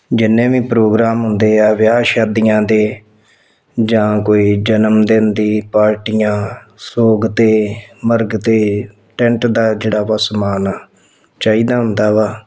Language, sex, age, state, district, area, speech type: Punjabi, male, 45-60, Punjab, Tarn Taran, rural, spontaneous